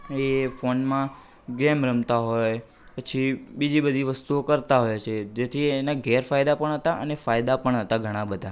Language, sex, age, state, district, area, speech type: Gujarati, male, 18-30, Gujarat, Anand, urban, spontaneous